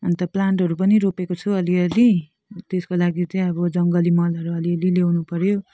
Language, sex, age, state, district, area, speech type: Nepali, female, 30-45, West Bengal, Jalpaiguri, rural, spontaneous